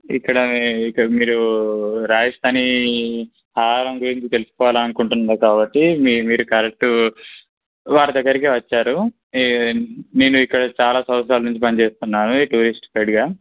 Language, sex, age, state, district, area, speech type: Telugu, male, 18-30, Telangana, Kamareddy, urban, conversation